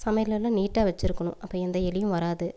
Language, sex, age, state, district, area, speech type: Tamil, female, 30-45, Tamil Nadu, Coimbatore, rural, spontaneous